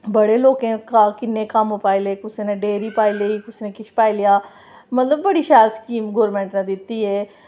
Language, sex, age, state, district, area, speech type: Dogri, female, 30-45, Jammu and Kashmir, Samba, rural, spontaneous